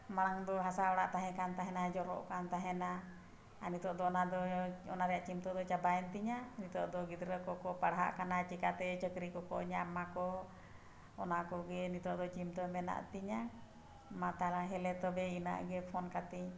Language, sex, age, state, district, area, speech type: Santali, female, 45-60, Jharkhand, Bokaro, rural, spontaneous